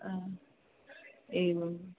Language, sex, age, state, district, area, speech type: Sanskrit, female, 18-30, Maharashtra, Nagpur, urban, conversation